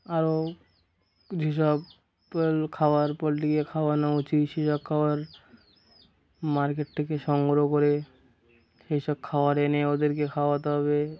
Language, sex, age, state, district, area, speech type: Bengali, male, 18-30, West Bengal, Uttar Dinajpur, urban, spontaneous